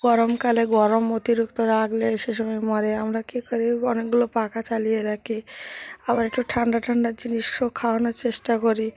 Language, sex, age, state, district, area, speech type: Bengali, female, 30-45, West Bengal, Cooch Behar, urban, spontaneous